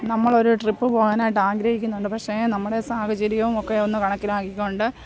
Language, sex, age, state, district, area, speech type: Malayalam, female, 30-45, Kerala, Pathanamthitta, rural, spontaneous